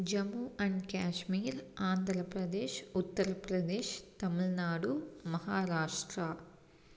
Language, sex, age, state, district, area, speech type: Tamil, female, 30-45, Tamil Nadu, Tiruppur, urban, spontaneous